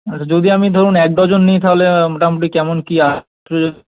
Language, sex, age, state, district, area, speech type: Bengali, male, 18-30, West Bengal, North 24 Parganas, urban, conversation